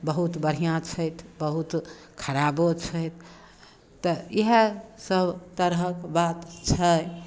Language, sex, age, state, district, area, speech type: Maithili, female, 60+, Bihar, Samastipur, rural, spontaneous